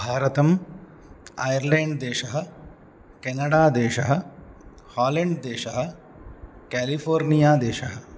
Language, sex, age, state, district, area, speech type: Sanskrit, male, 30-45, Karnataka, Udupi, urban, spontaneous